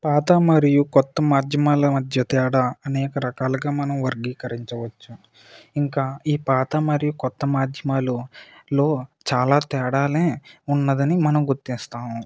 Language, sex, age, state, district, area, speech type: Telugu, male, 18-30, Andhra Pradesh, Eluru, rural, spontaneous